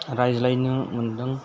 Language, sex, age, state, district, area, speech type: Bodo, male, 30-45, Assam, Chirang, rural, spontaneous